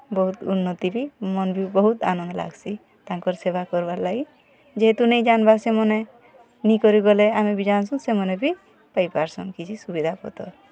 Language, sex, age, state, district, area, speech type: Odia, female, 45-60, Odisha, Kalahandi, rural, spontaneous